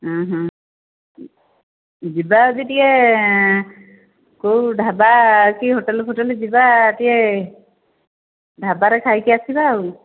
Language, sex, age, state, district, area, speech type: Odia, female, 45-60, Odisha, Dhenkanal, rural, conversation